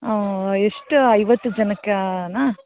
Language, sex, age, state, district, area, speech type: Kannada, female, 60+, Karnataka, Bangalore Urban, urban, conversation